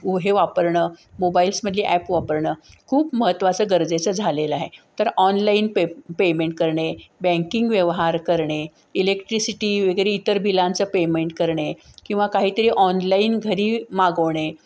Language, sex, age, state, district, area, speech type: Marathi, female, 45-60, Maharashtra, Sangli, urban, spontaneous